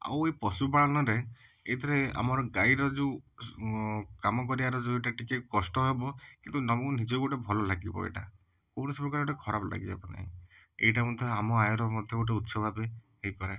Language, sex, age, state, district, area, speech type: Odia, male, 18-30, Odisha, Puri, urban, spontaneous